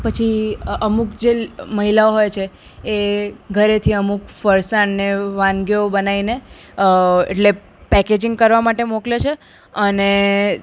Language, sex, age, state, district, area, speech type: Gujarati, female, 18-30, Gujarat, Ahmedabad, urban, spontaneous